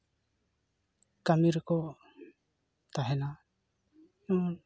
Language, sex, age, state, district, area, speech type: Santali, male, 30-45, West Bengal, Jhargram, rural, spontaneous